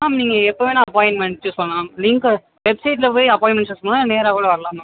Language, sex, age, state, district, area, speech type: Tamil, male, 18-30, Tamil Nadu, Sivaganga, rural, conversation